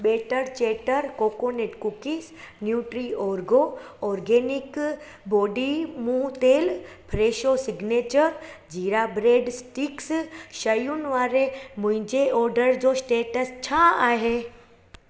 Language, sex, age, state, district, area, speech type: Sindhi, female, 30-45, Gujarat, Surat, urban, read